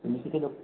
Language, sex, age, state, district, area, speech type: Marathi, female, 18-30, Maharashtra, Wardha, rural, conversation